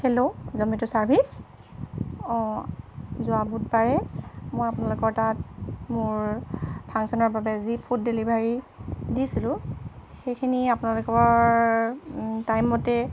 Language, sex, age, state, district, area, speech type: Assamese, female, 45-60, Assam, Jorhat, urban, spontaneous